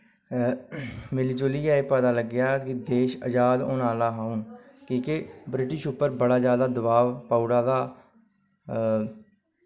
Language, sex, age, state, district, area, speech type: Dogri, male, 45-60, Jammu and Kashmir, Udhampur, rural, spontaneous